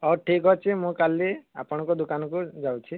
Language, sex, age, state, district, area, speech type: Odia, male, 30-45, Odisha, Balasore, rural, conversation